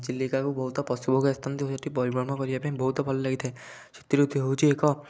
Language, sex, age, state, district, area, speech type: Odia, male, 18-30, Odisha, Kendujhar, urban, spontaneous